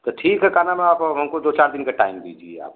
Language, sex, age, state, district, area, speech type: Hindi, male, 60+, Uttar Pradesh, Azamgarh, urban, conversation